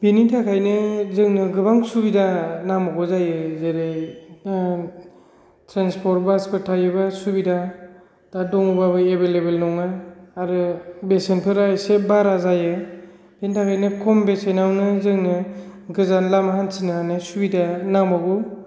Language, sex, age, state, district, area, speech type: Bodo, male, 45-60, Assam, Kokrajhar, rural, spontaneous